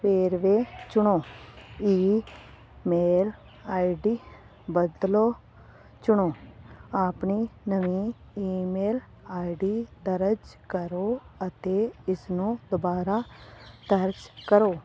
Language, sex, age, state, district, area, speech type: Punjabi, female, 18-30, Punjab, Fazilka, rural, spontaneous